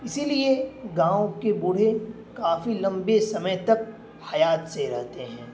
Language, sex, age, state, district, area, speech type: Urdu, male, 18-30, Bihar, Darbhanga, urban, spontaneous